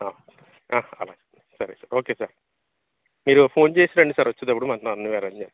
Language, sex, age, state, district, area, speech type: Telugu, male, 30-45, Andhra Pradesh, Alluri Sitarama Raju, urban, conversation